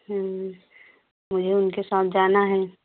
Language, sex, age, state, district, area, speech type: Hindi, female, 30-45, Uttar Pradesh, Prayagraj, rural, conversation